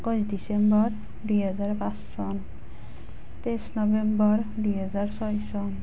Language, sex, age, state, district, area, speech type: Assamese, female, 30-45, Assam, Nalbari, rural, spontaneous